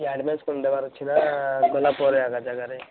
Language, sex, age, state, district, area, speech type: Odia, male, 18-30, Odisha, Malkangiri, urban, conversation